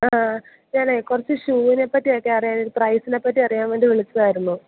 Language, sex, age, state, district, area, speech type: Malayalam, female, 18-30, Kerala, Idukki, rural, conversation